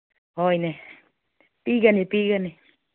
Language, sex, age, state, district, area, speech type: Manipuri, female, 60+, Manipur, Churachandpur, urban, conversation